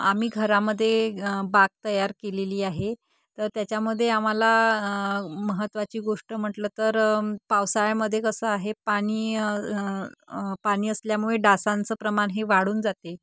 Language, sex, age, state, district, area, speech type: Marathi, female, 30-45, Maharashtra, Nagpur, urban, spontaneous